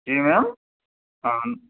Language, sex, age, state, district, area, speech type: Kashmiri, male, 45-60, Jammu and Kashmir, Srinagar, urban, conversation